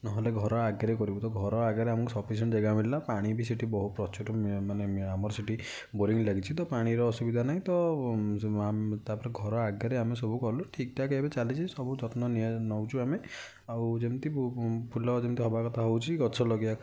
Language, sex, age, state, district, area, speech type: Odia, male, 60+, Odisha, Kendujhar, urban, spontaneous